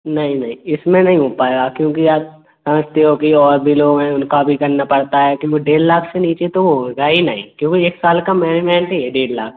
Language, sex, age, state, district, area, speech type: Hindi, male, 18-30, Madhya Pradesh, Gwalior, rural, conversation